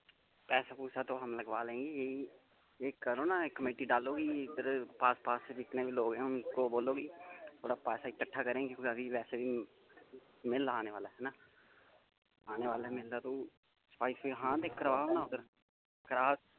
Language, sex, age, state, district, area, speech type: Dogri, male, 18-30, Jammu and Kashmir, Udhampur, rural, conversation